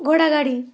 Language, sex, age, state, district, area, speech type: Marathi, female, 30-45, Maharashtra, Osmanabad, rural, spontaneous